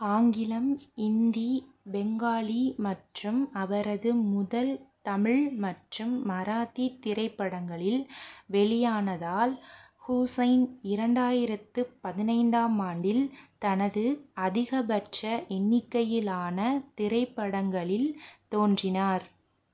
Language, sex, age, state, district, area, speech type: Tamil, female, 45-60, Tamil Nadu, Pudukkottai, urban, read